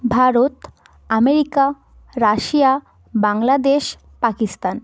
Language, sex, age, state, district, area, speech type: Bengali, female, 18-30, West Bengal, Hooghly, urban, spontaneous